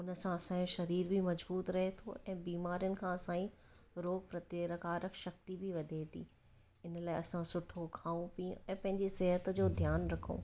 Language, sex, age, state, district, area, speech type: Sindhi, female, 45-60, Gujarat, Surat, urban, spontaneous